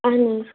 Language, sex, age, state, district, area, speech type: Kashmiri, female, 18-30, Jammu and Kashmir, Bandipora, rural, conversation